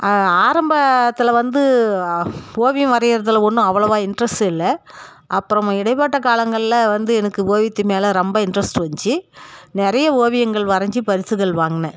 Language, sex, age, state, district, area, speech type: Tamil, female, 45-60, Tamil Nadu, Dharmapuri, rural, spontaneous